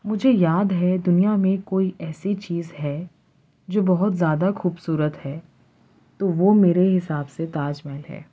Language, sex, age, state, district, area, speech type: Urdu, female, 18-30, Uttar Pradesh, Ghaziabad, urban, spontaneous